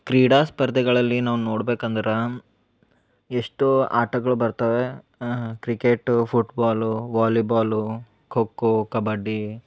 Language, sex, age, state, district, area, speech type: Kannada, male, 18-30, Karnataka, Bidar, urban, spontaneous